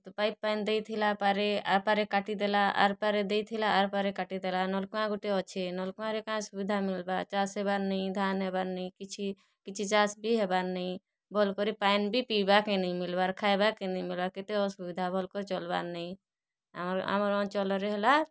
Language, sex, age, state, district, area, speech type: Odia, female, 30-45, Odisha, Kalahandi, rural, spontaneous